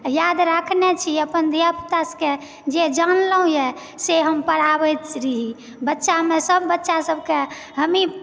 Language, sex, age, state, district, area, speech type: Maithili, female, 30-45, Bihar, Supaul, rural, spontaneous